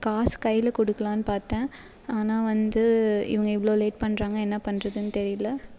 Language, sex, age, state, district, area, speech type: Tamil, female, 18-30, Tamil Nadu, Salem, urban, spontaneous